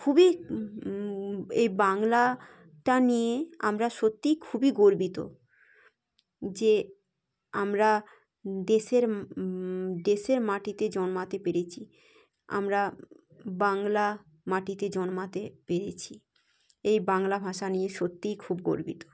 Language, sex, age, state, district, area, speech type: Bengali, female, 30-45, West Bengal, Hooghly, urban, spontaneous